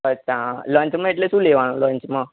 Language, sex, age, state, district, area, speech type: Gujarati, male, 18-30, Gujarat, Ahmedabad, urban, conversation